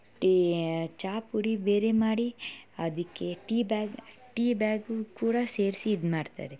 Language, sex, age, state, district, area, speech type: Kannada, female, 18-30, Karnataka, Mysore, rural, spontaneous